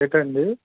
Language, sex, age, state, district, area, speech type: Telugu, male, 45-60, Andhra Pradesh, Guntur, rural, conversation